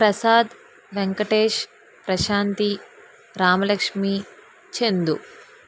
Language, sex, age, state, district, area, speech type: Telugu, female, 45-60, Andhra Pradesh, N T Rama Rao, urban, spontaneous